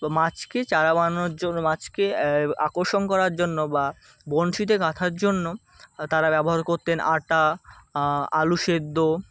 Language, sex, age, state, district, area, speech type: Bengali, male, 18-30, West Bengal, Kolkata, urban, spontaneous